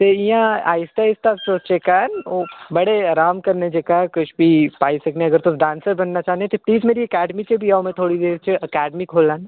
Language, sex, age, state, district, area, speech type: Dogri, male, 18-30, Jammu and Kashmir, Udhampur, urban, conversation